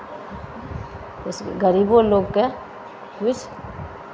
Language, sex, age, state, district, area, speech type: Maithili, female, 45-60, Bihar, Madhepura, rural, spontaneous